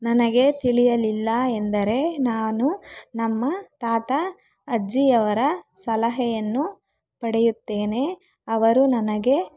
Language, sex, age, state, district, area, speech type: Kannada, female, 45-60, Karnataka, Bangalore Rural, rural, spontaneous